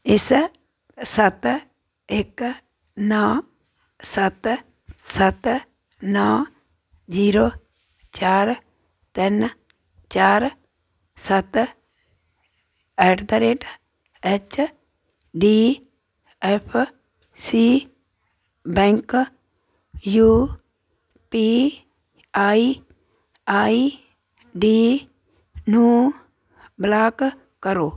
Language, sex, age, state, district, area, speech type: Punjabi, female, 60+, Punjab, Muktsar, urban, read